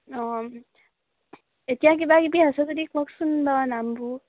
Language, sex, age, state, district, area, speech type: Assamese, female, 18-30, Assam, Sivasagar, rural, conversation